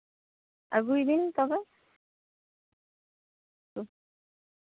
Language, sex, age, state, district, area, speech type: Santali, female, 30-45, West Bengal, Bankura, rural, conversation